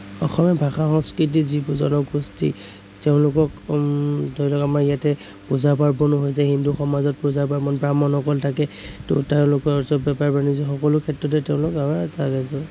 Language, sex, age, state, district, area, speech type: Assamese, male, 30-45, Assam, Kamrup Metropolitan, urban, spontaneous